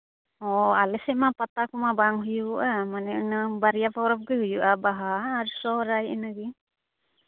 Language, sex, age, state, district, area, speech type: Santali, female, 30-45, West Bengal, Uttar Dinajpur, rural, conversation